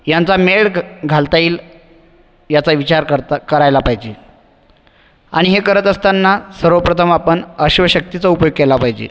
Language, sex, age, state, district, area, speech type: Marathi, male, 30-45, Maharashtra, Buldhana, urban, spontaneous